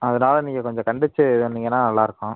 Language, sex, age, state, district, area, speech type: Tamil, male, 18-30, Tamil Nadu, Pudukkottai, rural, conversation